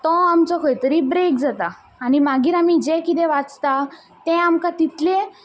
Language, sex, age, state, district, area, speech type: Goan Konkani, female, 18-30, Goa, Quepem, rural, spontaneous